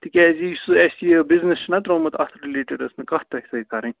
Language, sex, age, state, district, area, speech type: Kashmiri, male, 18-30, Jammu and Kashmir, Budgam, rural, conversation